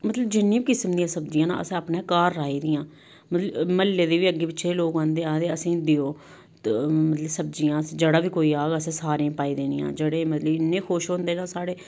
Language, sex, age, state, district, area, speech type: Dogri, female, 30-45, Jammu and Kashmir, Samba, rural, spontaneous